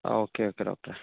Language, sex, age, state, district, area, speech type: Malayalam, male, 18-30, Kerala, Wayanad, rural, conversation